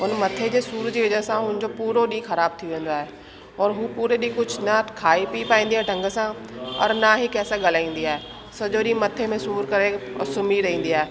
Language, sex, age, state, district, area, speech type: Sindhi, female, 30-45, Delhi, South Delhi, urban, spontaneous